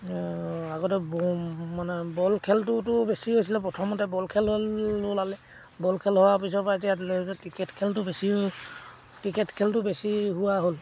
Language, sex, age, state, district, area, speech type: Assamese, male, 60+, Assam, Dibrugarh, rural, spontaneous